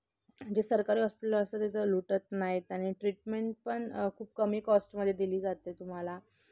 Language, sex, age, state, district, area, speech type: Marathi, female, 18-30, Maharashtra, Nashik, urban, spontaneous